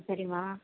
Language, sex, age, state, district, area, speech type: Tamil, female, 18-30, Tamil Nadu, Tiruvarur, rural, conversation